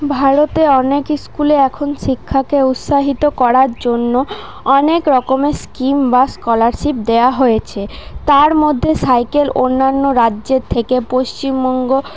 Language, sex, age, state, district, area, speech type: Bengali, female, 30-45, West Bengal, Paschim Bardhaman, urban, spontaneous